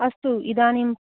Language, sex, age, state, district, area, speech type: Sanskrit, female, 45-60, Karnataka, Udupi, urban, conversation